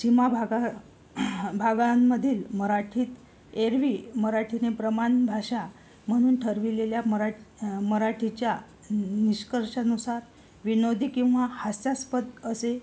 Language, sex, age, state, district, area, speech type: Marathi, female, 45-60, Maharashtra, Yavatmal, rural, spontaneous